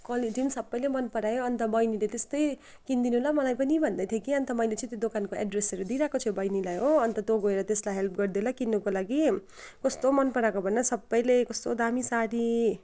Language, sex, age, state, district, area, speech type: Nepali, female, 45-60, West Bengal, Kalimpong, rural, spontaneous